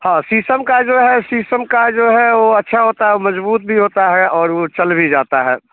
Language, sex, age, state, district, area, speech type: Hindi, male, 30-45, Bihar, Muzaffarpur, rural, conversation